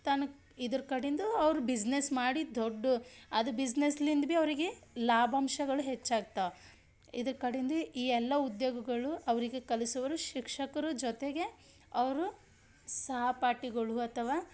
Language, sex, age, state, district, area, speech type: Kannada, female, 30-45, Karnataka, Bidar, rural, spontaneous